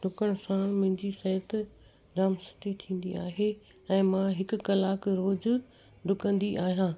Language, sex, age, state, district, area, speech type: Sindhi, female, 60+, Gujarat, Kutch, urban, spontaneous